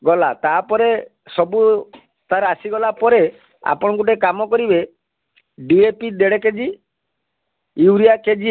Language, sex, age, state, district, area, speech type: Odia, male, 60+, Odisha, Balasore, rural, conversation